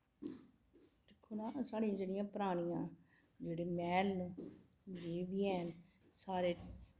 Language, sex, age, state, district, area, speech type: Dogri, female, 60+, Jammu and Kashmir, Reasi, urban, spontaneous